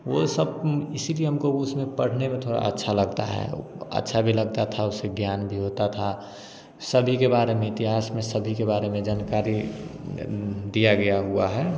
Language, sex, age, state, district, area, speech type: Hindi, male, 30-45, Bihar, Samastipur, urban, spontaneous